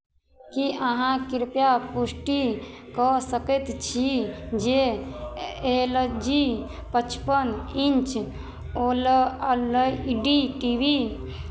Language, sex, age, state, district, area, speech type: Maithili, female, 18-30, Bihar, Madhubani, rural, read